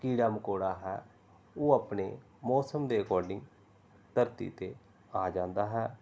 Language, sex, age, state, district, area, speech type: Punjabi, male, 30-45, Punjab, Pathankot, rural, spontaneous